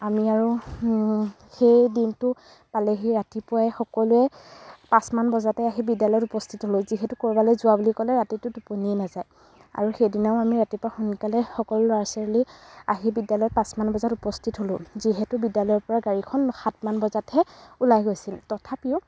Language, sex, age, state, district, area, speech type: Assamese, female, 18-30, Assam, Golaghat, rural, spontaneous